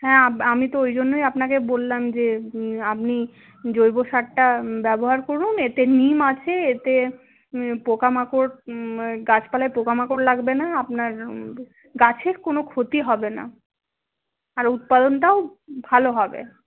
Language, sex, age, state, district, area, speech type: Bengali, female, 30-45, West Bengal, Paschim Bardhaman, urban, conversation